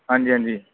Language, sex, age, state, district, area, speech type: Punjabi, male, 30-45, Punjab, Kapurthala, urban, conversation